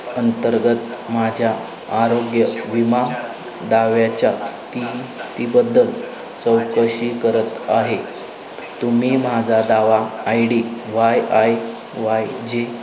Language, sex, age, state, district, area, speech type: Marathi, male, 18-30, Maharashtra, Satara, urban, read